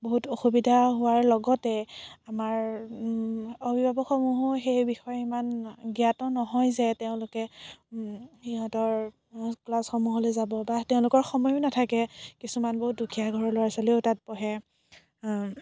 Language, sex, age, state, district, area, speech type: Assamese, female, 18-30, Assam, Biswanath, rural, spontaneous